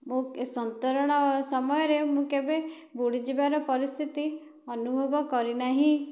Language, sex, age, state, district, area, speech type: Odia, female, 18-30, Odisha, Dhenkanal, rural, spontaneous